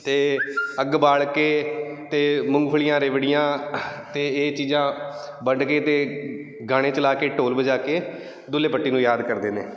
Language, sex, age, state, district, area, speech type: Punjabi, male, 30-45, Punjab, Bathinda, urban, spontaneous